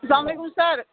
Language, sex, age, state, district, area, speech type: Kashmiri, female, 18-30, Jammu and Kashmir, Budgam, rural, conversation